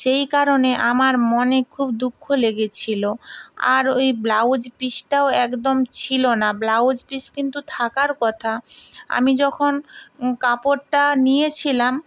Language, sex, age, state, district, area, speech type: Bengali, female, 45-60, West Bengal, Nadia, rural, spontaneous